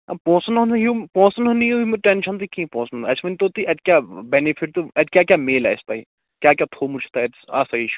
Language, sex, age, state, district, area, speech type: Kashmiri, male, 30-45, Jammu and Kashmir, Baramulla, rural, conversation